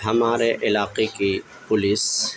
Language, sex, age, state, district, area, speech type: Urdu, male, 30-45, Delhi, South Delhi, urban, spontaneous